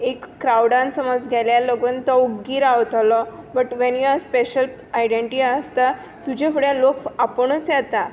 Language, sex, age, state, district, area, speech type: Goan Konkani, female, 18-30, Goa, Tiswadi, rural, spontaneous